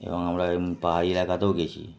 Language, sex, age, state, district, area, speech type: Bengali, male, 30-45, West Bengal, Darjeeling, urban, spontaneous